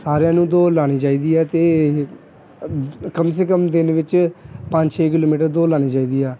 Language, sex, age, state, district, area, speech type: Punjabi, male, 18-30, Punjab, Pathankot, rural, spontaneous